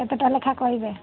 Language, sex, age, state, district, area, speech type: Odia, female, 45-60, Odisha, Sundergarh, rural, conversation